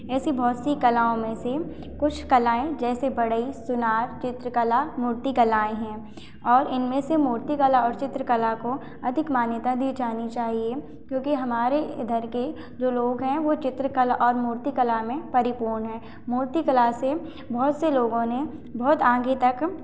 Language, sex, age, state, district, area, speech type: Hindi, female, 18-30, Madhya Pradesh, Hoshangabad, rural, spontaneous